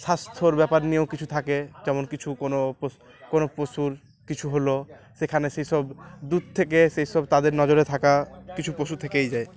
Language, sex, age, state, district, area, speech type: Bengali, male, 18-30, West Bengal, Uttar Dinajpur, urban, spontaneous